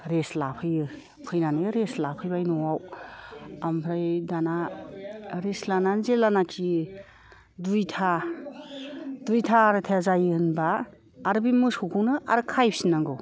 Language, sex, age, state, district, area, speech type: Bodo, female, 60+, Assam, Kokrajhar, rural, spontaneous